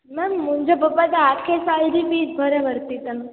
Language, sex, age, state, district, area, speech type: Sindhi, female, 18-30, Gujarat, Junagadh, rural, conversation